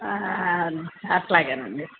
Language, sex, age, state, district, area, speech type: Telugu, female, 45-60, Andhra Pradesh, N T Rama Rao, urban, conversation